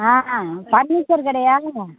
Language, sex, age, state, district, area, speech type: Tamil, female, 60+, Tamil Nadu, Pudukkottai, rural, conversation